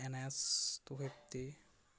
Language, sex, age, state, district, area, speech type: Assamese, male, 18-30, Assam, Majuli, urban, spontaneous